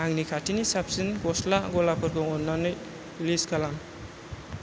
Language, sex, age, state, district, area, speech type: Bodo, female, 30-45, Assam, Chirang, rural, read